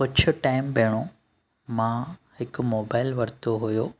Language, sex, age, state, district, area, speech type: Sindhi, male, 30-45, Maharashtra, Thane, urban, spontaneous